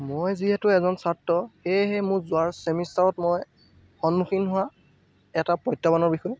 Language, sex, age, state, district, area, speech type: Assamese, male, 18-30, Assam, Lakhimpur, rural, spontaneous